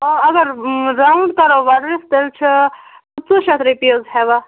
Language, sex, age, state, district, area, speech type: Kashmiri, female, 18-30, Jammu and Kashmir, Bandipora, rural, conversation